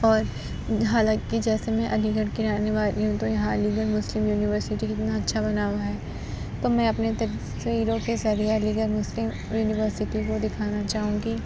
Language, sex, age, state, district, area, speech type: Urdu, female, 30-45, Uttar Pradesh, Aligarh, urban, spontaneous